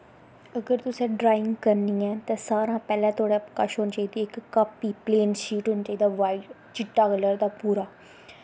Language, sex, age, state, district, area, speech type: Dogri, female, 18-30, Jammu and Kashmir, Kathua, rural, spontaneous